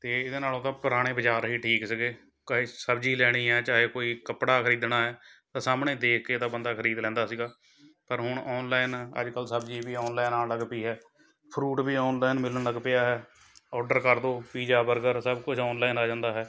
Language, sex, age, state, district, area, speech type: Punjabi, male, 30-45, Punjab, Shaheed Bhagat Singh Nagar, rural, spontaneous